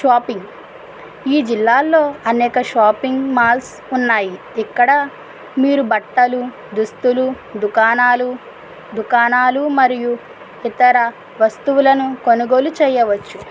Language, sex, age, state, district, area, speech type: Telugu, female, 30-45, Andhra Pradesh, East Godavari, rural, spontaneous